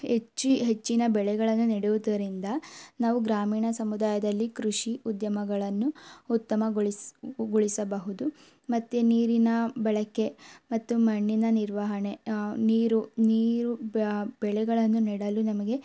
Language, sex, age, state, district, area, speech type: Kannada, female, 18-30, Karnataka, Tumkur, rural, spontaneous